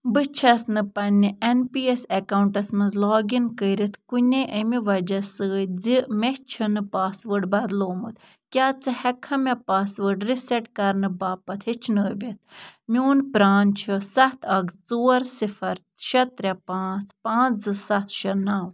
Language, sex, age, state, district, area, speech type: Kashmiri, female, 18-30, Jammu and Kashmir, Ganderbal, rural, read